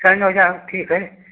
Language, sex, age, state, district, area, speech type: Hindi, male, 60+, Uttar Pradesh, Prayagraj, rural, conversation